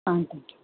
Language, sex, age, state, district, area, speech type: Tamil, female, 18-30, Tamil Nadu, Mayiladuthurai, rural, conversation